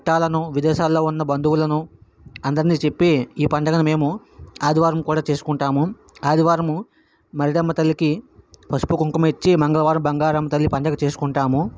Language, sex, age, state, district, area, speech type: Telugu, male, 60+, Andhra Pradesh, Vizianagaram, rural, spontaneous